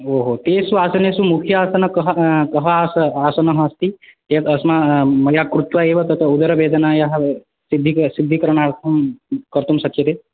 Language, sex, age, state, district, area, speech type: Sanskrit, male, 18-30, Odisha, Balangir, rural, conversation